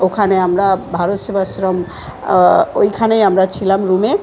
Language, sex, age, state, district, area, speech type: Bengali, female, 45-60, West Bengal, South 24 Parganas, urban, spontaneous